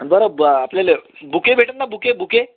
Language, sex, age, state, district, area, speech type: Marathi, male, 30-45, Maharashtra, Amravati, rural, conversation